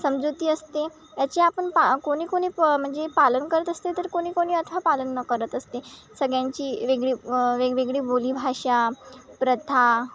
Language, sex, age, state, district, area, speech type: Marathi, female, 18-30, Maharashtra, Wardha, rural, spontaneous